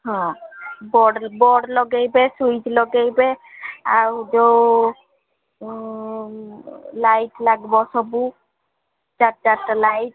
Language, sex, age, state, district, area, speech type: Odia, female, 45-60, Odisha, Sundergarh, rural, conversation